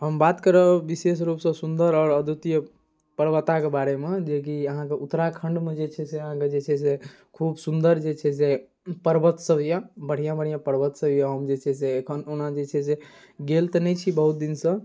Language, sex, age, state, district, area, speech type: Maithili, male, 18-30, Bihar, Darbhanga, rural, spontaneous